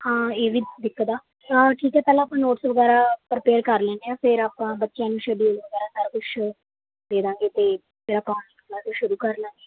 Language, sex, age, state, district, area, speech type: Punjabi, female, 18-30, Punjab, Mansa, urban, conversation